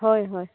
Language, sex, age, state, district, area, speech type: Assamese, female, 60+, Assam, Dibrugarh, rural, conversation